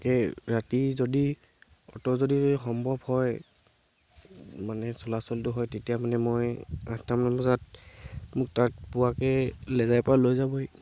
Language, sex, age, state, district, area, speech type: Assamese, male, 18-30, Assam, Dibrugarh, rural, spontaneous